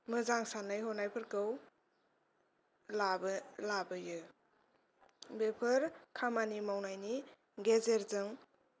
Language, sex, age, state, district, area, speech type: Bodo, female, 18-30, Assam, Kokrajhar, rural, spontaneous